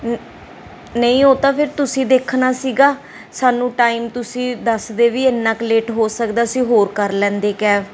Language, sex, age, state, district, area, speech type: Punjabi, female, 30-45, Punjab, Mansa, urban, spontaneous